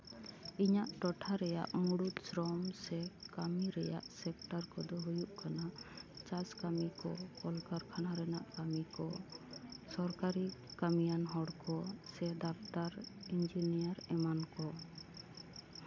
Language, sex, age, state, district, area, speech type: Santali, female, 45-60, West Bengal, Paschim Bardhaman, urban, spontaneous